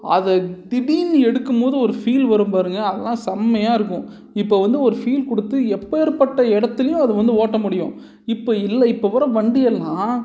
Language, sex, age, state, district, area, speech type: Tamil, male, 18-30, Tamil Nadu, Salem, urban, spontaneous